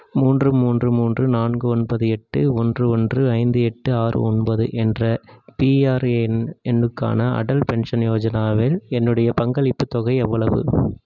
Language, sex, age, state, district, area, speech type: Tamil, male, 18-30, Tamil Nadu, Nagapattinam, urban, read